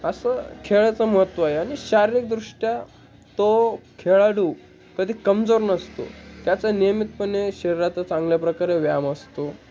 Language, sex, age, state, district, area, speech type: Marathi, male, 18-30, Maharashtra, Ahmednagar, rural, spontaneous